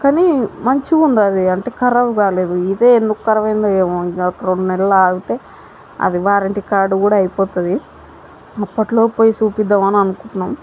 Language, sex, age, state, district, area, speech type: Telugu, female, 18-30, Telangana, Mahbubnagar, rural, spontaneous